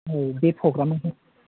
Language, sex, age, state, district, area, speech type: Bodo, male, 18-30, Assam, Chirang, urban, conversation